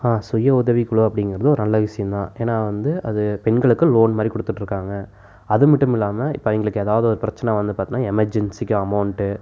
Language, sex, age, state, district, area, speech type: Tamil, male, 18-30, Tamil Nadu, Erode, rural, spontaneous